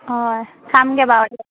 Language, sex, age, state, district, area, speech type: Assamese, female, 18-30, Assam, Majuli, urban, conversation